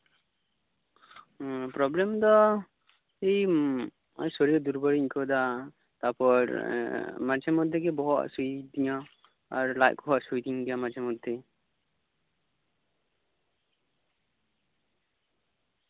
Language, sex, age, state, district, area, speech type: Santali, male, 18-30, West Bengal, Birbhum, rural, conversation